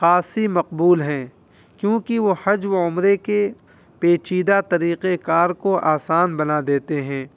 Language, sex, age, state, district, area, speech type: Urdu, male, 18-30, Uttar Pradesh, Muzaffarnagar, urban, spontaneous